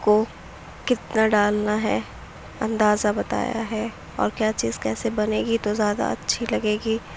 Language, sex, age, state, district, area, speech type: Urdu, female, 18-30, Uttar Pradesh, Mau, urban, spontaneous